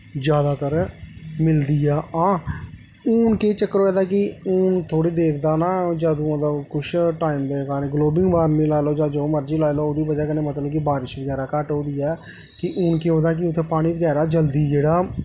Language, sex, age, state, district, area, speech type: Dogri, male, 30-45, Jammu and Kashmir, Jammu, rural, spontaneous